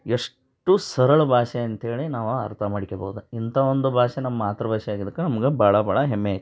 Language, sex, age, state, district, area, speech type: Kannada, male, 30-45, Karnataka, Koppal, rural, spontaneous